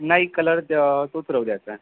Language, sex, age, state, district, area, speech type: Marathi, male, 45-60, Maharashtra, Amravati, urban, conversation